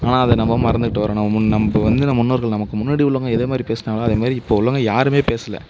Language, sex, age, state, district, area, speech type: Tamil, male, 18-30, Tamil Nadu, Mayiladuthurai, urban, spontaneous